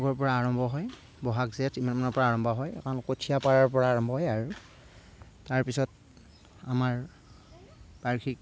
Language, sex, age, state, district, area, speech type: Assamese, male, 30-45, Assam, Darrang, rural, spontaneous